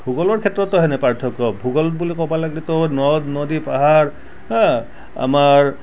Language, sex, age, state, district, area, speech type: Assamese, male, 60+, Assam, Barpeta, rural, spontaneous